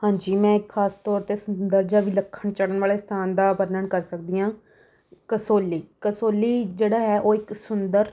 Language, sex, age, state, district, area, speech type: Punjabi, female, 18-30, Punjab, Rupnagar, urban, spontaneous